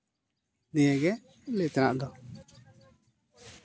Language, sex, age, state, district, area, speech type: Santali, male, 30-45, West Bengal, Bankura, rural, spontaneous